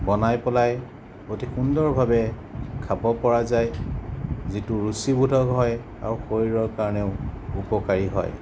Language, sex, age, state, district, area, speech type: Assamese, male, 45-60, Assam, Sonitpur, urban, spontaneous